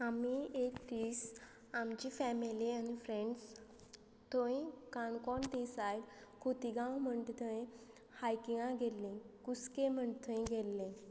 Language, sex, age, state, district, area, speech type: Goan Konkani, female, 30-45, Goa, Quepem, rural, spontaneous